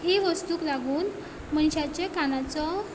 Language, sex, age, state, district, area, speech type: Goan Konkani, female, 18-30, Goa, Quepem, rural, spontaneous